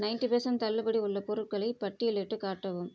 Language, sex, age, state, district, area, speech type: Tamil, female, 30-45, Tamil Nadu, Tiruchirappalli, rural, read